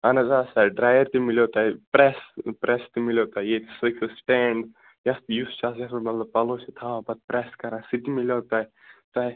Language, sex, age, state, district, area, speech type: Kashmiri, male, 18-30, Jammu and Kashmir, Baramulla, rural, conversation